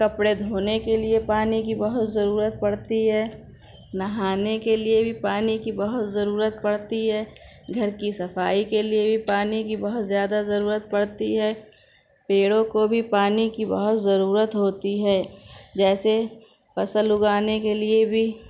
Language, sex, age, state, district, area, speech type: Urdu, female, 30-45, Uttar Pradesh, Shahjahanpur, urban, spontaneous